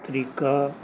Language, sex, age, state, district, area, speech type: Punjabi, male, 60+, Punjab, Mansa, urban, spontaneous